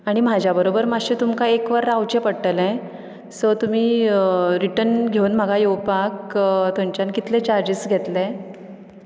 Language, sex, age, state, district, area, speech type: Goan Konkani, female, 30-45, Goa, Ponda, rural, spontaneous